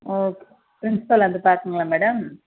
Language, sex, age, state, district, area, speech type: Tamil, female, 45-60, Tamil Nadu, Dharmapuri, urban, conversation